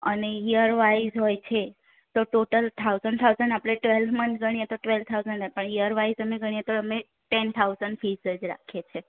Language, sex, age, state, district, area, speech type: Gujarati, female, 18-30, Gujarat, Ahmedabad, urban, conversation